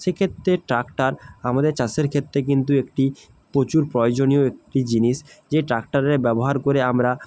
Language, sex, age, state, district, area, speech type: Bengali, male, 30-45, West Bengal, Jalpaiguri, rural, spontaneous